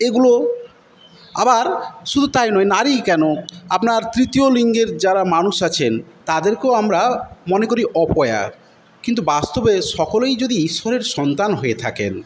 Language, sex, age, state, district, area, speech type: Bengali, male, 45-60, West Bengal, Paschim Medinipur, rural, spontaneous